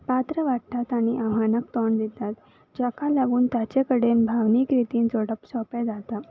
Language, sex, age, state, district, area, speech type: Goan Konkani, female, 18-30, Goa, Salcete, rural, spontaneous